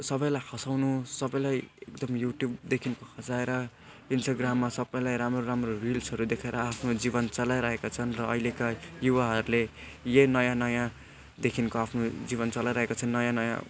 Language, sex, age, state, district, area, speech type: Nepali, male, 18-30, West Bengal, Jalpaiguri, rural, spontaneous